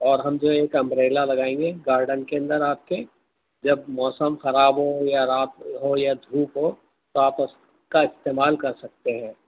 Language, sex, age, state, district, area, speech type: Urdu, male, 60+, Delhi, Central Delhi, urban, conversation